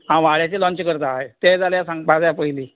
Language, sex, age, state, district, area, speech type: Goan Konkani, male, 45-60, Goa, Canacona, rural, conversation